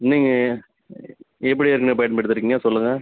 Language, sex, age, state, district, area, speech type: Tamil, male, 30-45, Tamil Nadu, Dharmapuri, rural, conversation